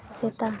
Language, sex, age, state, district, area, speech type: Santali, female, 30-45, Jharkhand, East Singhbhum, rural, read